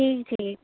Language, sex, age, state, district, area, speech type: Punjabi, female, 18-30, Punjab, Tarn Taran, rural, conversation